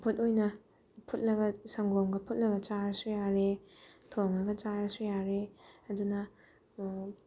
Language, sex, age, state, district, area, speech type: Manipuri, female, 18-30, Manipur, Bishnupur, rural, spontaneous